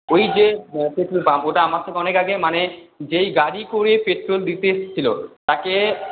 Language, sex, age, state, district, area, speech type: Bengali, male, 45-60, West Bengal, Purba Bardhaman, urban, conversation